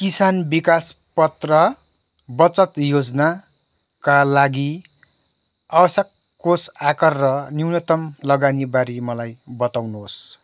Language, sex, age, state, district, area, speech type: Nepali, male, 30-45, West Bengal, Kalimpong, rural, read